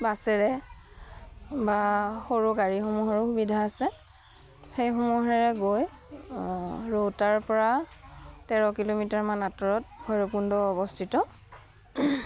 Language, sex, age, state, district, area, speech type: Assamese, female, 30-45, Assam, Udalguri, rural, spontaneous